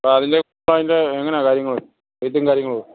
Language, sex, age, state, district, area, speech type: Malayalam, male, 45-60, Kerala, Kottayam, rural, conversation